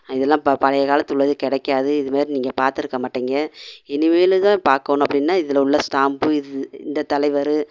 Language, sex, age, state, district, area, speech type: Tamil, female, 45-60, Tamil Nadu, Madurai, urban, spontaneous